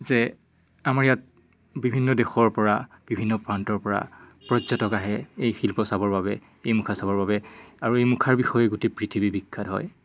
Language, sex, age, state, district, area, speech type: Assamese, male, 18-30, Assam, Majuli, urban, spontaneous